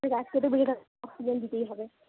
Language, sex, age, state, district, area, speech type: Bengali, female, 18-30, West Bengal, Howrah, urban, conversation